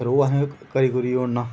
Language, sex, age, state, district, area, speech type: Dogri, male, 30-45, Jammu and Kashmir, Jammu, rural, spontaneous